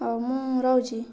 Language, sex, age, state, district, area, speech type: Odia, female, 18-30, Odisha, Kendrapara, urban, spontaneous